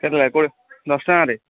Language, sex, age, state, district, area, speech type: Odia, male, 45-60, Odisha, Gajapati, rural, conversation